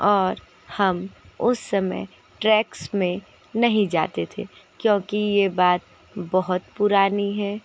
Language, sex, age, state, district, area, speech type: Hindi, female, 30-45, Uttar Pradesh, Sonbhadra, rural, spontaneous